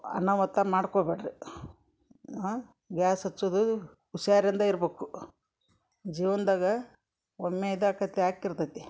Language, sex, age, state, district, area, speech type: Kannada, female, 60+, Karnataka, Gadag, urban, spontaneous